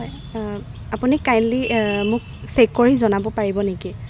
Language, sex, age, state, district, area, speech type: Assamese, female, 18-30, Assam, Golaghat, urban, spontaneous